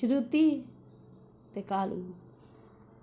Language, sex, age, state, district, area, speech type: Dogri, female, 18-30, Jammu and Kashmir, Udhampur, rural, spontaneous